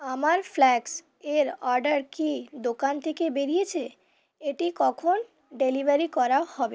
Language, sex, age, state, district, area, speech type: Bengali, female, 18-30, West Bengal, Hooghly, urban, read